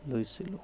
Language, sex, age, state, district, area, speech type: Assamese, male, 30-45, Assam, Sonitpur, rural, spontaneous